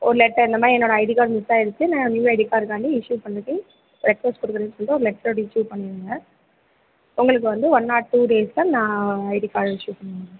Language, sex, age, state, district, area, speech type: Tamil, female, 30-45, Tamil Nadu, Pudukkottai, rural, conversation